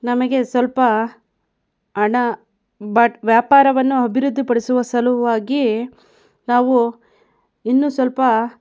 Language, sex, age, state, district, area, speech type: Kannada, female, 30-45, Karnataka, Mandya, rural, spontaneous